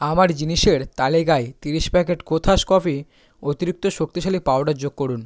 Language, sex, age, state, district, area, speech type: Bengali, male, 18-30, West Bengal, South 24 Parganas, rural, read